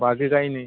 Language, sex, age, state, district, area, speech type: Marathi, male, 18-30, Maharashtra, Washim, rural, conversation